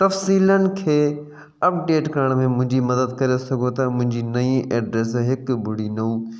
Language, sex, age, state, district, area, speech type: Sindhi, male, 30-45, Uttar Pradesh, Lucknow, urban, read